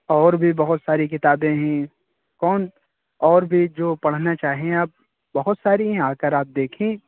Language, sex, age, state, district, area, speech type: Urdu, male, 45-60, Uttar Pradesh, Lucknow, rural, conversation